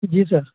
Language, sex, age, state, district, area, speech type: Urdu, male, 60+, Bihar, Gaya, rural, conversation